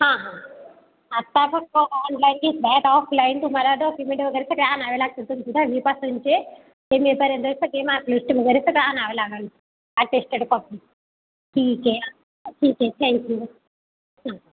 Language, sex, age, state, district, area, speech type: Marathi, female, 18-30, Maharashtra, Satara, urban, conversation